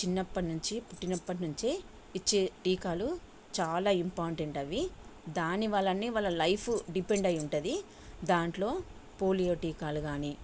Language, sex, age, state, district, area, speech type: Telugu, female, 45-60, Telangana, Sangareddy, urban, spontaneous